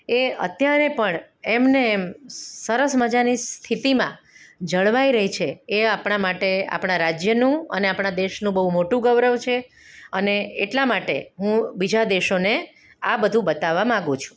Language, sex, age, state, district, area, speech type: Gujarati, female, 45-60, Gujarat, Anand, urban, spontaneous